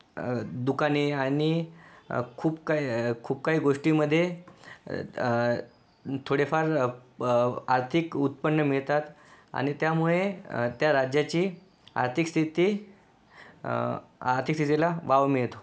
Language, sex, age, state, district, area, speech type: Marathi, male, 18-30, Maharashtra, Yavatmal, urban, spontaneous